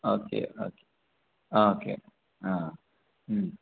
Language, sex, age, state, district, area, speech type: Malayalam, male, 18-30, Kerala, Kasaragod, rural, conversation